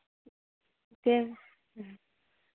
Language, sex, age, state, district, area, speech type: Telugu, female, 18-30, Andhra Pradesh, Sri Balaji, rural, conversation